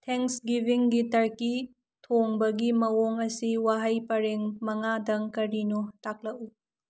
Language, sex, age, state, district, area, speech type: Manipuri, female, 18-30, Manipur, Tengnoupal, rural, read